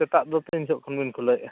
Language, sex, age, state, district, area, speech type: Santali, male, 45-60, Odisha, Mayurbhanj, rural, conversation